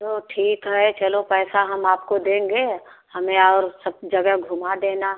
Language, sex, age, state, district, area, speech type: Hindi, female, 45-60, Uttar Pradesh, Prayagraj, rural, conversation